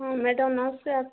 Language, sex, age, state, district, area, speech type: Odia, female, 18-30, Odisha, Nabarangpur, urban, conversation